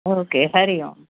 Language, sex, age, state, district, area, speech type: Sindhi, female, 45-60, Delhi, South Delhi, urban, conversation